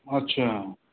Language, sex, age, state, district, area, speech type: Maithili, male, 60+, Bihar, Saharsa, urban, conversation